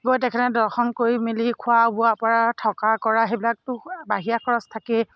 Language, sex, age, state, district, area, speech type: Assamese, female, 45-60, Assam, Morigaon, rural, spontaneous